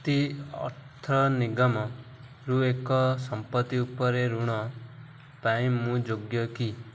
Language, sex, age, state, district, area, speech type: Odia, male, 18-30, Odisha, Ganjam, urban, read